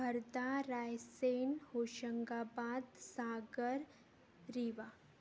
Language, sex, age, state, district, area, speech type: Hindi, female, 18-30, Madhya Pradesh, Betul, urban, spontaneous